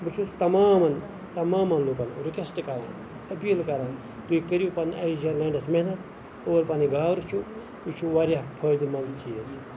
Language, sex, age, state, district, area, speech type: Kashmiri, male, 45-60, Jammu and Kashmir, Ganderbal, rural, spontaneous